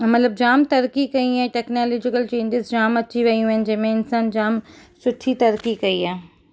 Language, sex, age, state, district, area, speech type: Sindhi, female, 30-45, Maharashtra, Mumbai Suburban, urban, spontaneous